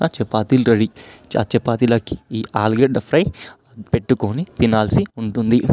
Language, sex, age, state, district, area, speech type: Telugu, male, 18-30, Telangana, Vikarabad, urban, spontaneous